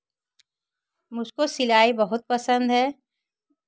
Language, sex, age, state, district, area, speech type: Hindi, female, 30-45, Uttar Pradesh, Chandauli, rural, spontaneous